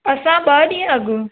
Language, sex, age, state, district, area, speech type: Sindhi, female, 30-45, Gujarat, Surat, urban, conversation